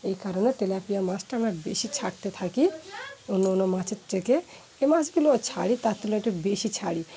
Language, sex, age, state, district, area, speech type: Bengali, female, 30-45, West Bengal, Dakshin Dinajpur, urban, spontaneous